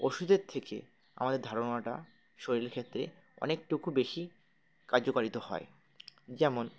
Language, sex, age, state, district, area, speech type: Bengali, male, 18-30, West Bengal, Uttar Dinajpur, urban, spontaneous